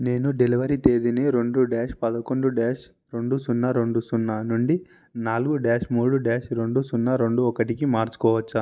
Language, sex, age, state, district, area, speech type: Telugu, male, 18-30, Telangana, Sangareddy, urban, read